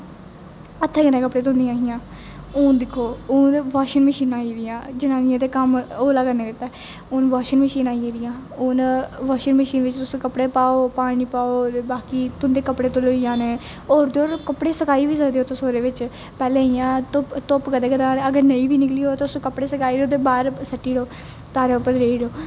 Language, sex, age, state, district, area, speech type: Dogri, female, 18-30, Jammu and Kashmir, Jammu, urban, spontaneous